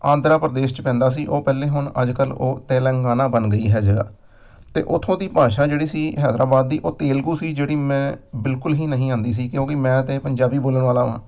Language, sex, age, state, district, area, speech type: Punjabi, male, 45-60, Punjab, Amritsar, urban, spontaneous